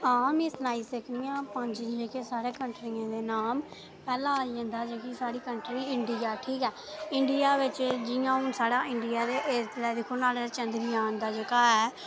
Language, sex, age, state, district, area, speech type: Dogri, female, 18-30, Jammu and Kashmir, Reasi, rural, spontaneous